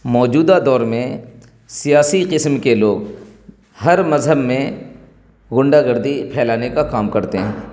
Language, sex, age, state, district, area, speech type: Urdu, male, 30-45, Bihar, Darbhanga, rural, spontaneous